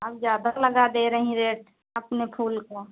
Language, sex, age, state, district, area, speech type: Hindi, female, 45-60, Uttar Pradesh, Pratapgarh, rural, conversation